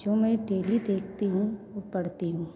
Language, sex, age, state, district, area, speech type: Hindi, female, 18-30, Madhya Pradesh, Hoshangabad, urban, spontaneous